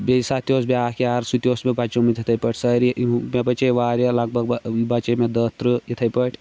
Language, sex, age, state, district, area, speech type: Kashmiri, male, 18-30, Jammu and Kashmir, Shopian, rural, spontaneous